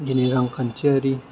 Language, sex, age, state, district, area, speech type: Bodo, male, 18-30, Assam, Chirang, urban, spontaneous